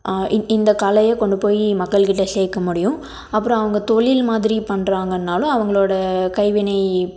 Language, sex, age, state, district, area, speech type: Tamil, female, 18-30, Tamil Nadu, Tiruppur, rural, spontaneous